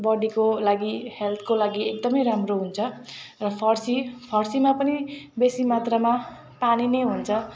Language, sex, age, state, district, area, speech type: Nepali, female, 30-45, West Bengal, Jalpaiguri, urban, spontaneous